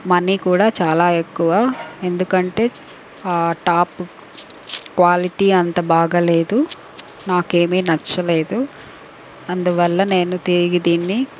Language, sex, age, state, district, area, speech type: Telugu, female, 30-45, Andhra Pradesh, Chittoor, urban, spontaneous